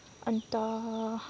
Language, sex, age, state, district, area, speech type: Nepali, female, 18-30, West Bengal, Kalimpong, rural, spontaneous